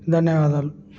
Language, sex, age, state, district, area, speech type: Telugu, male, 18-30, Andhra Pradesh, Kurnool, urban, spontaneous